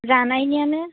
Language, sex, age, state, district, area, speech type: Bodo, male, 18-30, Assam, Udalguri, rural, conversation